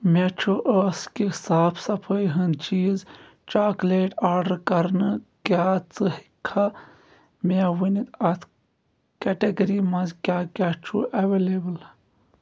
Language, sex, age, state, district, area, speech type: Kashmiri, male, 30-45, Jammu and Kashmir, Shopian, rural, read